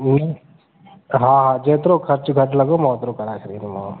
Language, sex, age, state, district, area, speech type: Sindhi, male, 30-45, Madhya Pradesh, Katni, rural, conversation